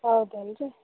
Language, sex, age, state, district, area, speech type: Kannada, female, 18-30, Karnataka, Gadag, rural, conversation